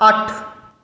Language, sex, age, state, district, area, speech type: Punjabi, female, 45-60, Punjab, Fatehgarh Sahib, rural, read